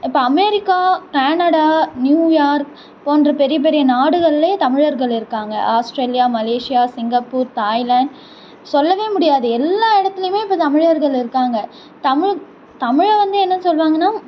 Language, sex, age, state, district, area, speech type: Tamil, female, 18-30, Tamil Nadu, Tiruvannamalai, urban, spontaneous